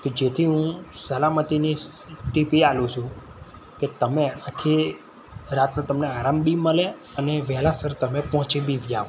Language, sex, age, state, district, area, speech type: Gujarati, male, 30-45, Gujarat, Kheda, rural, spontaneous